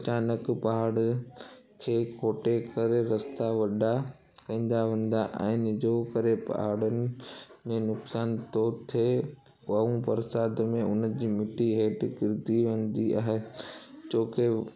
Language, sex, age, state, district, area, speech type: Sindhi, male, 18-30, Gujarat, Junagadh, urban, spontaneous